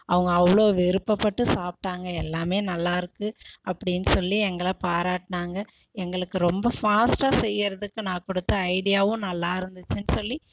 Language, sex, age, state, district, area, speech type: Tamil, female, 60+, Tamil Nadu, Cuddalore, rural, spontaneous